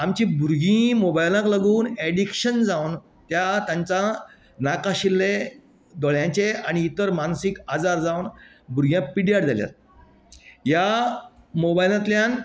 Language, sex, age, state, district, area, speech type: Goan Konkani, male, 60+, Goa, Canacona, rural, spontaneous